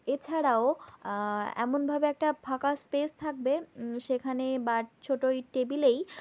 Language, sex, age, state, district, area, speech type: Bengali, female, 18-30, West Bengal, South 24 Parganas, rural, spontaneous